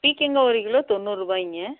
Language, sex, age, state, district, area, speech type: Tamil, female, 45-60, Tamil Nadu, Namakkal, rural, conversation